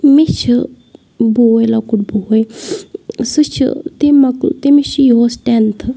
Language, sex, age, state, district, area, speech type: Kashmiri, female, 30-45, Jammu and Kashmir, Bandipora, rural, spontaneous